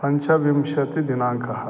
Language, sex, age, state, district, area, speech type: Sanskrit, male, 45-60, Telangana, Karimnagar, urban, spontaneous